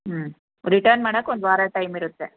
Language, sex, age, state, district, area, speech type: Kannada, female, 30-45, Karnataka, Hassan, rural, conversation